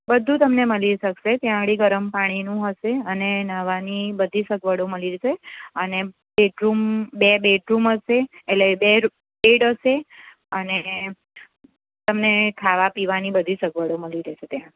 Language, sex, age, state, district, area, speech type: Gujarati, female, 30-45, Gujarat, Anand, urban, conversation